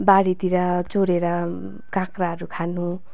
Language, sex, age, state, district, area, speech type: Nepali, female, 30-45, West Bengal, Darjeeling, rural, spontaneous